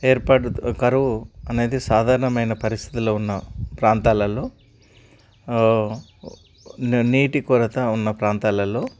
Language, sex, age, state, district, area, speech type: Telugu, male, 30-45, Telangana, Karimnagar, rural, spontaneous